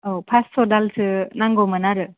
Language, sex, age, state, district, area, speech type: Bodo, female, 30-45, Assam, Kokrajhar, rural, conversation